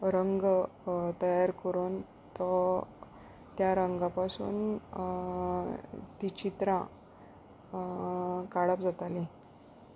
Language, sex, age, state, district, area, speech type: Goan Konkani, female, 30-45, Goa, Salcete, rural, spontaneous